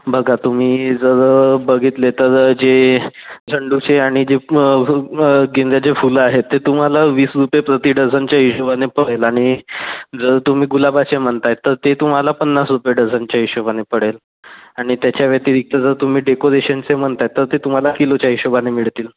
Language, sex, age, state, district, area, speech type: Marathi, male, 45-60, Maharashtra, Nagpur, rural, conversation